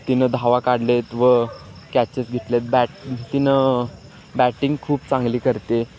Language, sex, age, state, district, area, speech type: Marathi, male, 18-30, Maharashtra, Sangli, rural, spontaneous